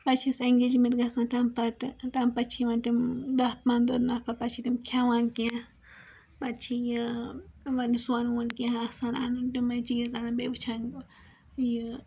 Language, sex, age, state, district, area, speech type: Kashmiri, female, 18-30, Jammu and Kashmir, Srinagar, rural, spontaneous